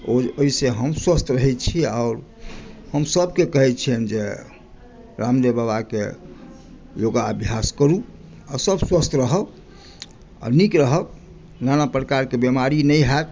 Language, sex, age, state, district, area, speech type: Maithili, male, 45-60, Bihar, Madhubani, rural, spontaneous